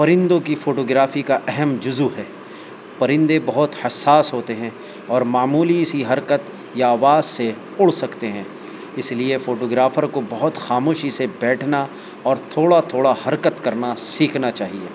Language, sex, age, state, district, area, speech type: Urdu, male, 45-60, Delhi, North East Delhi, urban, spontaneous